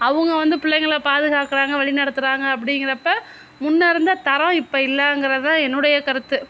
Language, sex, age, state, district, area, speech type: Tamil, female, 45-60, Tamil Nadu, Sivaganga, rural, spontaneous